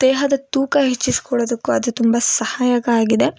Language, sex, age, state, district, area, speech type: Kannada, female, 18-30, Karnataka, Chikkamagaluru, rural, spontaneous